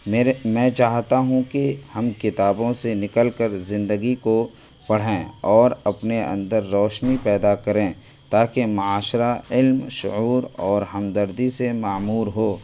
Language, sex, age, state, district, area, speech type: Urdu, male, 18-30, Delhi, New Delhi, rural, spontaneous